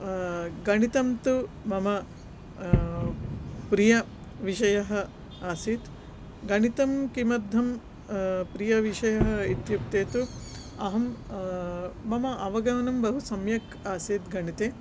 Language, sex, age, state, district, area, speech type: Sanskrit, female, 45-60, Andhra Pradesh, Krishna, urban, spontaneous